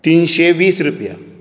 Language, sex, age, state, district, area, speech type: Goan Konkani, male, 18-30, Goa, Bardez, urban, spontaneous